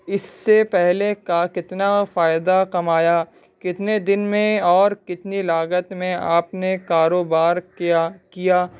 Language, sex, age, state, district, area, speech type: Urdu, male, 18-30, Bihar, Purnia, rural, spontaneous